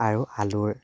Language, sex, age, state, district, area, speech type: Assamese, male, 45-60, Assam, Dhemaji, rural, spontaneous